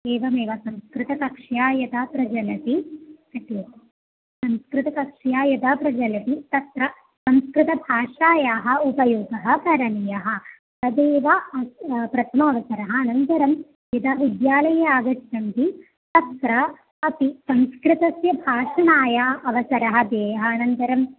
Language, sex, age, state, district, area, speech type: Sanskrit, female, 18-30, Kerala, Thrissur, urban, conversation